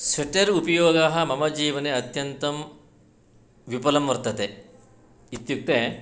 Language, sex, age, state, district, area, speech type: Sanskrit, male, 60+, Karnataka, Shimoga, urban, spontaneous